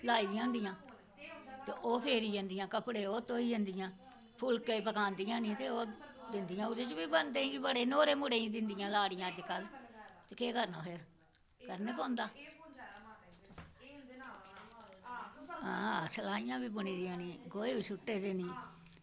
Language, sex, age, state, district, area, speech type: Dogri, female, 60+, Jammu and Kashmir, Samba, urban, spontaneous